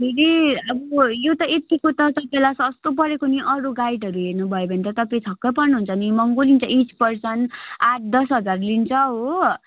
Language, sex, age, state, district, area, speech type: Nepali, female, 18-30, West Bengal, Darjeeling, rural, conversation